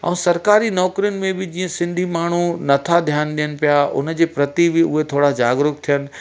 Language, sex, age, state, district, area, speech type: Sindhi, male, 45-60, Madhya Pradesh, Katni, rural, spontaneous